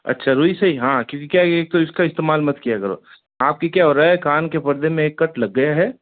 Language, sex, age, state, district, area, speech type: Hindi, male, 45-60, Rajasthan, Jodhpur, urban, conversation